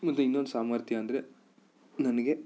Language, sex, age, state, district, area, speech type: Kannada, male, 30-45, Karnataka, Bidar, rural, spontaneous